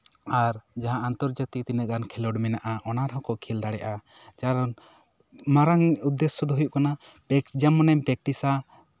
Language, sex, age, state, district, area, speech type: Santali, male, 18-30, West Bengal, Bankura, rural, spontaneous